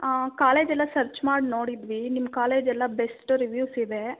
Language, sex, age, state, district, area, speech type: Kannada, female, 18-30, Karnataka, Bangalore Rural, rural, conversation